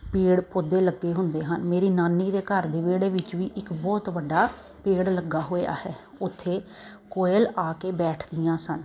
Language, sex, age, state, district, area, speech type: Punjabi, female, 30-45, Punjab, Kapurthala, urban, spontaneous